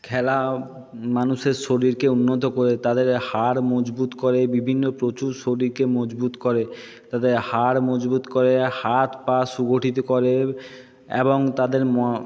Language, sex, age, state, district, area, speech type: Bengali, male, 30-45, West Bengal, Jhargram, rural, spontaneous